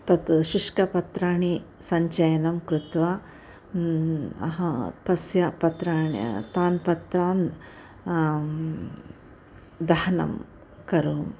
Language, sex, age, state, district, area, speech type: Sanskrit, female, 60+, Karnataka, Bellary, urban, spontaneous